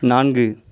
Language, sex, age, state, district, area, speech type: Tamil, male, 18-30, Tamil Nadu, Thoothukudi, rural, read